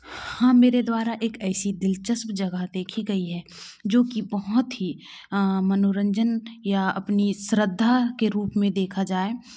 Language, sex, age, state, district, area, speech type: Hindi, female, 30-45, Madhya Pradesh, Bhopal, urban, spontaneous